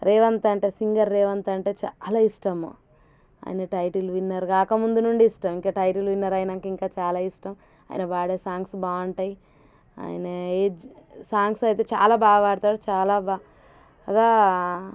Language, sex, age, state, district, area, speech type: Telugu, female, 30-45, Telangana, Warangal, rural, spontaneous